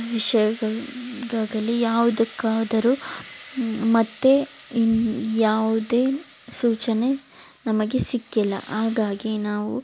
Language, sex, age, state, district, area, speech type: Kannada, female, 18-30, Karnataka, Chamarajanagar, urban, spontaneous